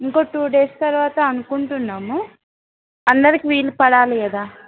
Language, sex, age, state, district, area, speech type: Telugu, female, 18-30, Telangana, Sangareddy, rural, conversation